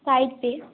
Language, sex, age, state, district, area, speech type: Hindi, female, 18-30, Madhya Pradesh, Katni, urban, conversation